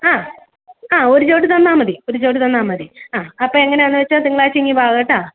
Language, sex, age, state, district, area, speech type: Malayalam, female, 30-45, Kerala, Alappuzha, rural, conversation